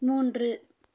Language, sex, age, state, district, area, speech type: Tamil, female, 18-30, Tamil Nadu, Madurai, rural, read